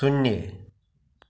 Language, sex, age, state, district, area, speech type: Hindi, male, 30-45, Rajasthan, Nagaur, rural, read